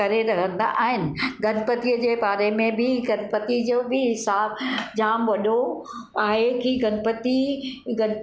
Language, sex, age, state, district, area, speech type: Sindhi, female, 60+, Maharashtra, Mumbai Suburban, urban, spontaneous